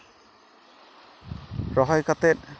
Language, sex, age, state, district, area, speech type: Santali, male, 45-60, West Bengal, Uttar Dinajpur, rural, spontaneous